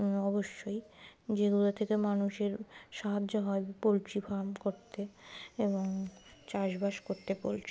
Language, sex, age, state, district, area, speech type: Bengali, female, 18-30, West Bengal, Darjeeling, urban, spontaneous